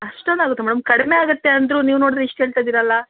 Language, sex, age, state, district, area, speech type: Kannada, female, 30-45, Karnataka, Kolar, urban, conversation